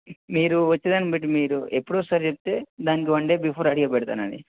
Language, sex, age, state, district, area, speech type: Telugu, male, 18-30, Telangana, Hanamkonda, urban, conversation